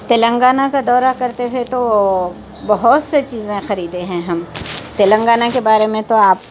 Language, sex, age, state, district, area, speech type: Urdu, female, 60+, Telangana, Hyderabad, urban, spontaneous